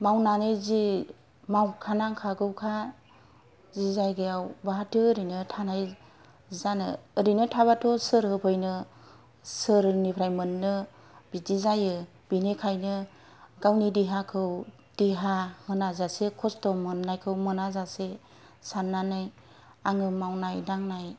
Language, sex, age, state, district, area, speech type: Bodo, female, 30-45, Assam, Kokrajhar, rural, spontaneous